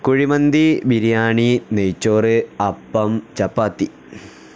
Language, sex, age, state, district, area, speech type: Malayalam, male, 18-30, Kerala, Kozhikode, rural, spontaneous